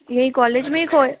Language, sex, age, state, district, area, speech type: Hindi, female, 45-60, Rajasthan, Jaipur, urban, conversation